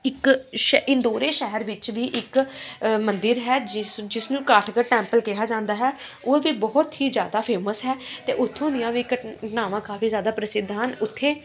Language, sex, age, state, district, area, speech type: Punjabi, female, 18-30, Punjab, Pathankot, rural, spontaneous